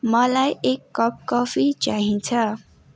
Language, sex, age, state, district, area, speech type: Nepali, female, 18-30, West Bengal, Darjeeling, rural, read